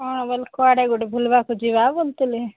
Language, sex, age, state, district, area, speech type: Odia, female, 30-45, Odisha, Nabarangpur, urban, conversation